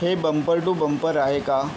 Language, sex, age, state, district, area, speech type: Marathi, male, 18-30, Maharashtra, Yavatmal, urban, read